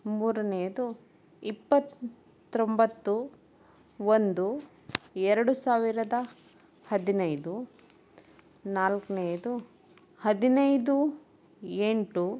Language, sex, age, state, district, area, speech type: Kannada, female, 30-45, Karnataka, Shimoga, rural, spontaneous